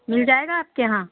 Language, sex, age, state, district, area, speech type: Urdu, female, 18-30, Bihar, Saharsa, rural, conversation